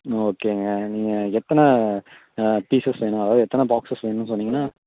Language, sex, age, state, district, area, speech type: Tamil, male, 30-45, Tamil Nadu, Nagapattinam, rural, conversation